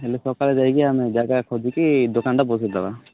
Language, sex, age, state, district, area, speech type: Odia, male, 18-30, Odisha, Malkangiri, urban, conversation